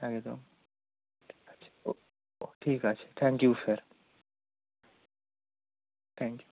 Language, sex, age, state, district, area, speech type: Bengali, male, 18-30, West Bengal, Bankura, rural, conversation